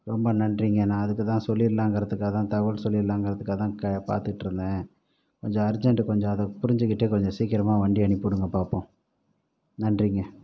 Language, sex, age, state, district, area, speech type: Tamil, male, 45-60, Tamil Nadu, Pudukkottai, rural, spontaneous